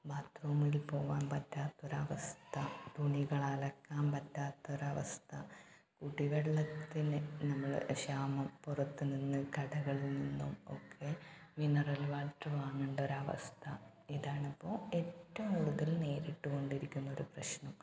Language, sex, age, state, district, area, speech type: Malayalam, female, 30-45, Kerala, Malappuram, rural, spontaneous